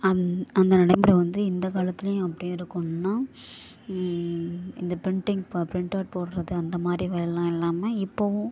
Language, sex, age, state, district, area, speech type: Tamil, female, 18-30, Tamil Nadu, Thanjavur, rural, spontaneous